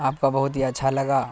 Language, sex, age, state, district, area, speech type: Urdu, male, 18-30, Bihar, Saharsa, rural, spontaneous